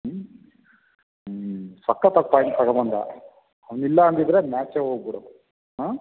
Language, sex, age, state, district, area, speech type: Kannada, male, 30-45, Karnataka, Mandya, rural, conversation